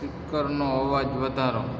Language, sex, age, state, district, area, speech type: Gujarati, male, 30-45, Gujarat, Morbi, rural, read